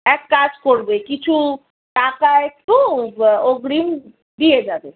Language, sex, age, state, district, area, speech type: Bengali, female, 60+, West Bengal, Paschim Bardhaman, rural, conversation